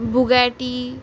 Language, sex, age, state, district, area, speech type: Bengali, female, 18-30, West Bengal, Howrah, urban, spontaneous